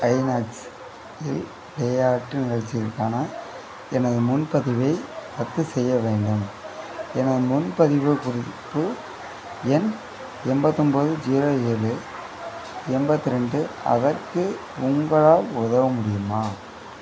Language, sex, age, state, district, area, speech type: Tamil, male, 30-45, Tamil Nadu, Madurai, rural, read